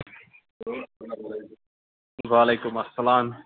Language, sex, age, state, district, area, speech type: Kashmiri, male, 18-30, Jammu and Kashmir, Baramulla, rural, conversation